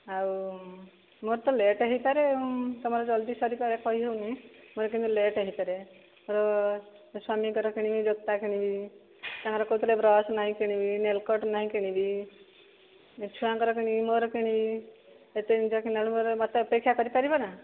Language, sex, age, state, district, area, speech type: Odia, female, 30-45, Odisha, Dhenkanal, rural, conversation